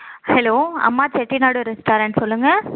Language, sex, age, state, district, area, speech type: Tamil, female, 18-30, Tamil Nadu, Tiruvarur, rural, conversation